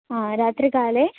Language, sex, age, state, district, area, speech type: Sanskrit, female, 18-30, Kerala, Thrissur, rural, conversation